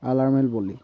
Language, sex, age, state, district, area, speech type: Assamese, male, 18-30, Assam, Sivasagar, rural, spontaneous